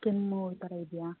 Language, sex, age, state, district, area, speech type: Kannada, female, 30-45, Karnataka, Chitradurga, rural, conversation